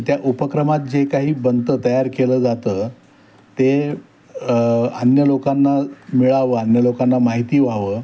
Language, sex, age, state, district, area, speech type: Marathi, male, 60+, Maharashtra, Pune, urban, spontaneous